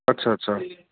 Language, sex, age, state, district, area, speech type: Punjabi, male, 30-45, Punjab, Fazilka, rural, conversation